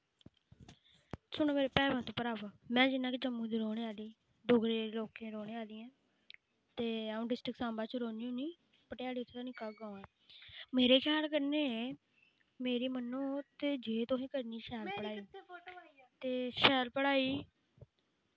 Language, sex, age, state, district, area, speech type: Dogri, female, 18-30, Jammu and Kashmir, Samba, rural, spontaneous